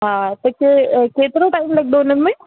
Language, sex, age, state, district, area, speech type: Sindhi, female, 30-45, Delhi, South Delhi, urban, conversation